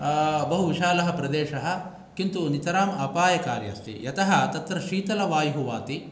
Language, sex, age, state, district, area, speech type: Sanskrit, male, 45-60, Karnataka, Bangalore Urban, urban, spontaneous